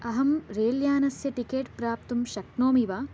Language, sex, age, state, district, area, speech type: Sanskrit, female, 18-30, Karnataka, Chikkamagaluru, urban, read